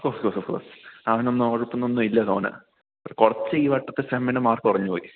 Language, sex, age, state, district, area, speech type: Malayalam, male, 18-30, Kerala, Idukki, rural, conversation